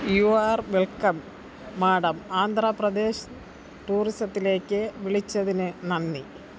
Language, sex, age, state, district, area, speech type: Malayalam, female, 60+, Kerala, Thiruvananthapuram, rural, read